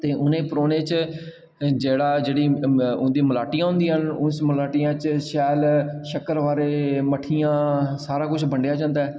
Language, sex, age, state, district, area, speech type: Dogri, male, 30-45, Jammu and Kashmir, Jammu, rural, spontaneous